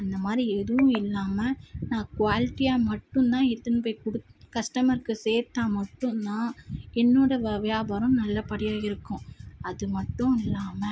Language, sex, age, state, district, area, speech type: Tamil, female, 18-30, Tamil Nadu, Tirupattur, urban, spontaneous